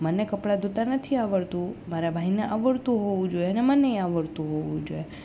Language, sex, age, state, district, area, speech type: Gujarati, female, 18-30, Gujarat, Rajkot, urban, spontaneous